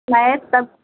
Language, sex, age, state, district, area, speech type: Hindi, female, 45-60, Uttar Pradesh, Lucknow, rural, conversation